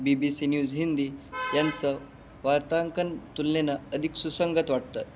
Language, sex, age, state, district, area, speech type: Marathi, male, 18-30, Maharashtra, Jalna, urban, spontaneous